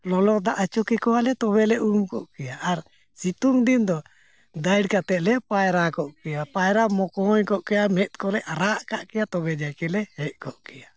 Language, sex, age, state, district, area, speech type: Santali, male, 60+, Jharkhand, Bokaro, rural, spontaneous